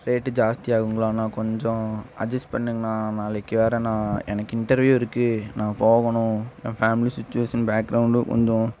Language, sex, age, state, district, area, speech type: Tamil, male, 18-30, Tamil Nadu, Coimbatore, rural, spontaneous